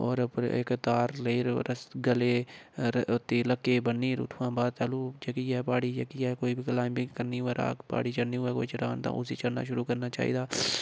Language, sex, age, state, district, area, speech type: Dogri, male, 30-45, Jammu and Kashmir, Udhampur, urban, spontaneous